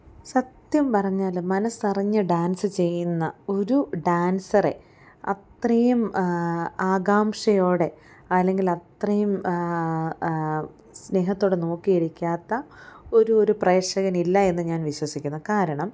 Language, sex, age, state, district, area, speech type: Malayalam, female, 30-45, Kerala, Alappuzha, rural, spontaneous